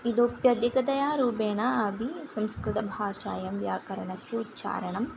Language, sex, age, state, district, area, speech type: Sanskrit, female, 18-30, Kerala, Thrissur, rural, spontaneous